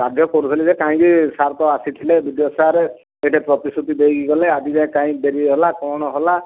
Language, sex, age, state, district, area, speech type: Odia, male, 60+, Odisha, Kandhamal, rural, conversation